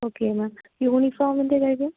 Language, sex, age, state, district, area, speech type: Malayalam, female, 18-30, Kerala, Palakkad, rural, conversation